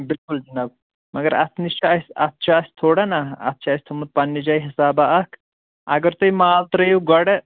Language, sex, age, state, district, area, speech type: Kashmiri, male, 30-45, Jammu and Kashmir, Shopian, urban, conversation